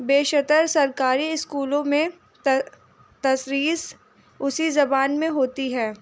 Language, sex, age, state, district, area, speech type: Urdu, female, 18-30, Delhi, North East Delhi, urban, spontaneous